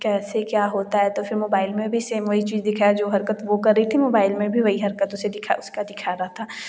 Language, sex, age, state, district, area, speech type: Hindi, female, 18-30, Uttar Pradesh, Jaunpur, rural, spontaneous